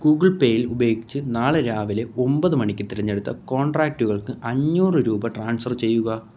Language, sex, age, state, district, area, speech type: Malayalam, male, 18-30, Kerala, Kollam, rural, read